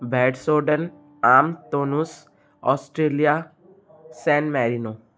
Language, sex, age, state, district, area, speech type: Sindhi, male, 18-30, Gujarat, Kutch, urban, spontaneous